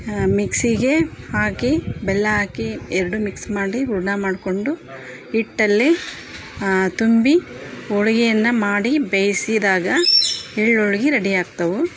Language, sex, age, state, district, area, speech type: Kannada, female, 45-60, Karnataka, Koppal, urban, spontaneous